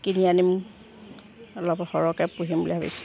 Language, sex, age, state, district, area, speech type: Assamese, female, 45-60, Assam, Sivasagar, rural, spontaneous